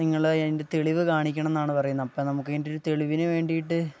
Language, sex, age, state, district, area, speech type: Malayalam, male, 18-30, Kerala, Wayanad, rural, spontaneous